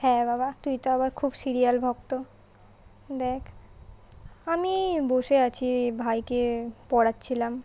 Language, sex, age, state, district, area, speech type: Bengali, female, 18-30, West Bengal, Kolkata, urban, spontaneous